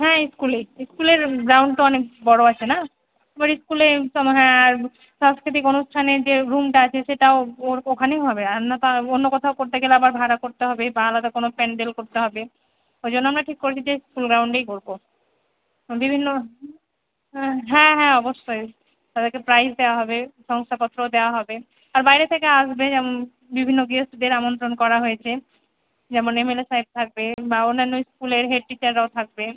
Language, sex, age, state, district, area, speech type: Bengali, female, 30-45, West Bengal, Murshidabad, rural, conversation